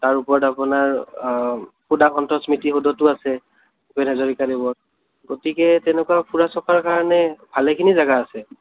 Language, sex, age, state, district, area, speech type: Assamese, male, 30-45, Assam, Kamrup Metropolitan, urban, conversation